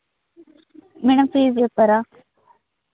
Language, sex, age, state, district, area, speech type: Telugu, female, 30-45, Telangana, Hanamkonda, rural, conversation